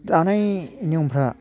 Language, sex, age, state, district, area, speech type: Bodo, male, 60+, Assam, Chirang, rural, spontaneous